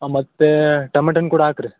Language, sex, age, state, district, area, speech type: Kannada, male, 18-30, Karnataka, Bellary, rural, conversation